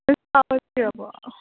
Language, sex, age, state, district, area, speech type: Manipuri, female, 18-30, Manipur, Senapati, rural, conversation